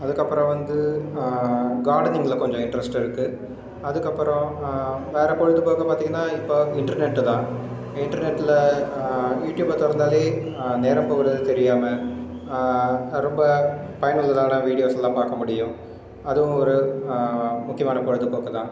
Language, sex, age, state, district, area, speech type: Tamil, male, 30-45, Tamil Nadu, Cuddalore, rural, spontaneous